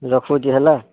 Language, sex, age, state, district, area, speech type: Odia, male, 18-30, Odisha, Boudh, rural, conversation